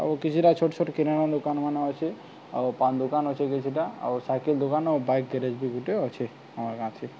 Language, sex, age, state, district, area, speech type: Odia, male, 18-30, Odisha, Subarnapur, rural, spontaneous